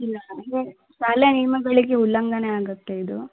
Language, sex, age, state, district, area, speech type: Kannada, female, 18-30, Karnataka, Vijayanagara, rural, conversation